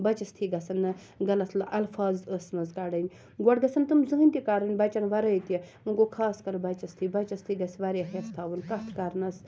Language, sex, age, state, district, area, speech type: Kashmiri, female, 30-45, Jammu and Kashmir, Srinagar, rural, spontaneous